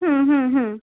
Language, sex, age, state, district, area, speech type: Bengali, female, 18-30, West Bengal, Purulia, rural, conversation